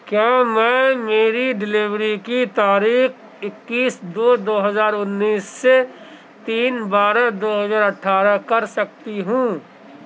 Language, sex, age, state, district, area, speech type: Urdu, male, 18-30, Delhi, Central Delhi, urban, read